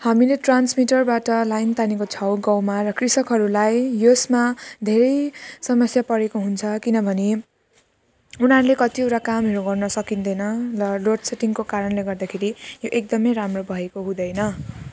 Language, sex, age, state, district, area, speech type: Nepali, female, 18-30, West Bengal, Jalpaiguri, rural, spontaneous